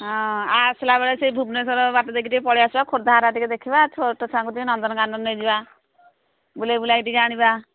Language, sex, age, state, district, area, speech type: Odia, female, 45-60, Odisha, Angul, rural, conversation